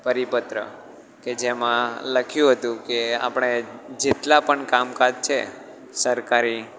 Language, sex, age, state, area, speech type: Gujarati, male, 18-30, Gujarat, rural, spontaneous